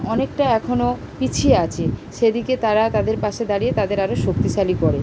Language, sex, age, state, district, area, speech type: Bengali, female, 30-45, West Bengal, Kolkata, urban, spontaneous